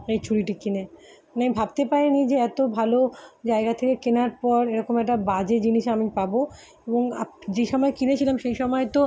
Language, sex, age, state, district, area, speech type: Bengali, female, 30-45, West Bengal, Kolkata, urban, spontaneous